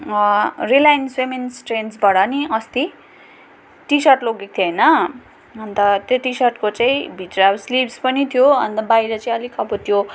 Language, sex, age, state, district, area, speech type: Nepali, female, 18-30, West Bengal, Darjeeling, rural, spontaneous